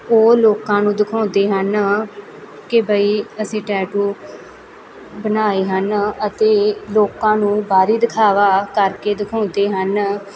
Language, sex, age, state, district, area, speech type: Punjabi, female, 18-30, Punjab, Muktsar, rural, spontaneous